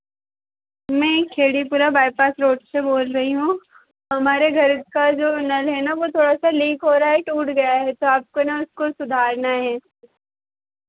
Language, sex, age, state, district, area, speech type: Hindi, female, 18-30, Madhya Pradesh, Harda, urban, conversation